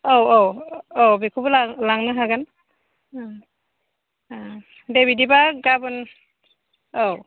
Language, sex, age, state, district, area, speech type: Bodo, female, 30-45, Assam, Udalguri, urban, conversation